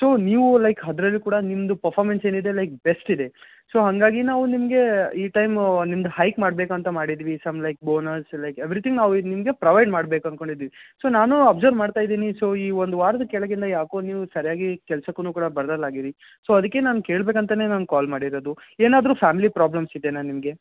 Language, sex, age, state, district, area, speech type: Kannada, male, 18-30, Karnataka, Gulbarga, urban, conversation